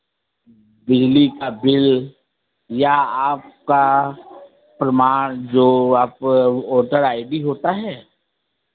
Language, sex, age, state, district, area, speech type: Hindi, male, 60+, Uttar Pradesh, Sitapur, rural, conversation